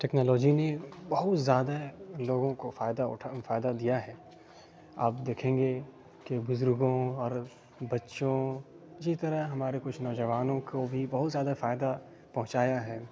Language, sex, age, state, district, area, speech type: Urdu, male, 30-45, Bihar, Khagaria, rural, spontaneous